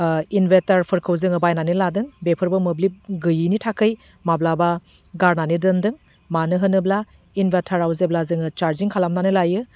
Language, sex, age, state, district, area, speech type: Bodo, female, 30-45, Assam, Udalguri, urban, spontaneous